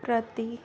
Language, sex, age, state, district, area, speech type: Punjabi, female, 30-45, Punjab, Jalandhar, urban, spontaneous